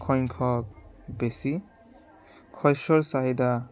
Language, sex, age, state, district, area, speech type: Assamese, male, 30-45, Assam, Biswanath, rural, spontaneous